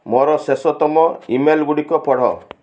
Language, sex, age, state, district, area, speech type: Odia, male, 60+, Odisha, Balasore, rural, read